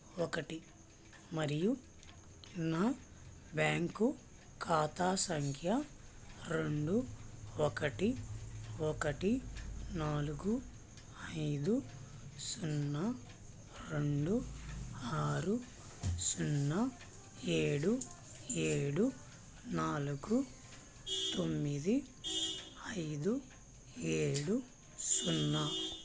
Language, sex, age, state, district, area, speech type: Telugu, male, 18-30, Andhra Pradesh, Krishna, rural, read